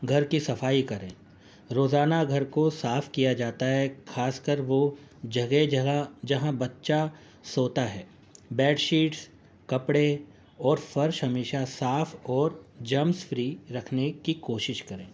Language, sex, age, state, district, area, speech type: Urdu, male, 45-60, Uttar Pradesh, Gautam Buddha Nagar, urban, spontaneous